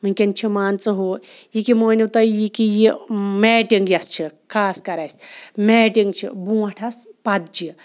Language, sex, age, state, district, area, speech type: Kashmiri, female, 45-60, Jammu and Kashmir, Shopian, rural, spontaneous